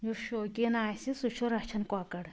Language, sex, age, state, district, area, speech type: Kashmiri, female, 45-60, Jammu and Kashmir, Anantnag, rural, spontaneous